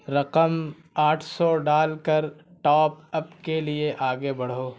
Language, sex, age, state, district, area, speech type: Urdu, male, 18-30, Bihar, Purnia, rural, read